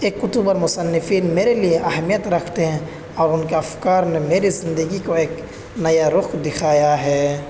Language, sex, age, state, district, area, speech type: Urdu, male, 18-30, Delhi, North West Delhi, urban, spontaneous